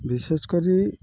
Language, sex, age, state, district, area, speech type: Odia, male, 45-60, Odisha, Jagatsinghpur, urban, spontaneous